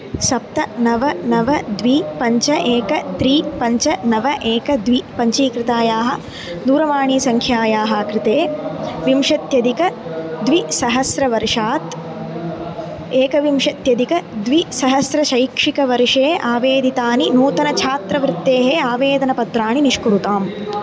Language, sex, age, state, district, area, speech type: Sanskrit, female, 18-30, Tamil Nadu, Kanchipuram, urban, read